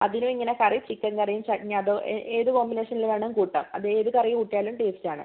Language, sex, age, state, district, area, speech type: Malayalam, female, 60+, Kerala, Wayanad, rural, conversation